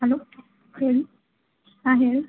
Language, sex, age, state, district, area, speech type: Kannada, female, 30-45, Karnataka, Gadag, rural, conversation